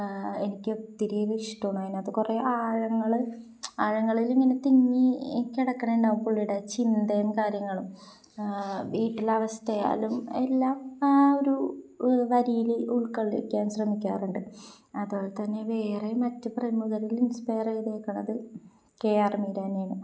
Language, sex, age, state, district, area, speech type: Malayalam, female, 18-30, Kerala, Kozhikode, rural, spontaneous